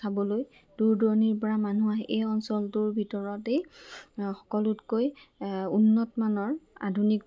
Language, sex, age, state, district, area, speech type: Assamese, female, 18-30, Assam, Lakhimpur, rural, spontaneous